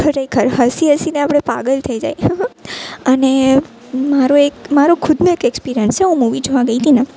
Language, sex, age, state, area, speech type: Gujarati, female, 18-30, Gujarat, urban, spontaneous